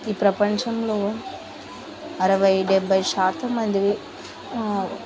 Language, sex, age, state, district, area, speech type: Telugu, female, 30-45, Andhra Pradesh, Kurnool, rural, spontaneous